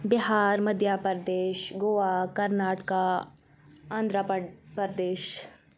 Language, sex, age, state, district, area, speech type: Kashmiri, female, 18-30, Jammu and Kashmir, Kupwara, rural, spontaneous